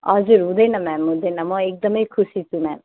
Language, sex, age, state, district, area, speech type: Nepali, female, 18-30, West Bengal, Darjeeling, rural, conversation